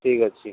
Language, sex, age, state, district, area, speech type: Odia, male, 45-60, Odisha, Rayagada, rural, conversation